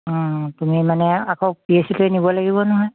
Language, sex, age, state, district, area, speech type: Assamese, female, 45-60, Assam, Dibrugarh, rural, conversation